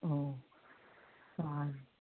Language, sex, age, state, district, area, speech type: Bengali, female, 30-45, West Bengal, Howrah, urban, conversation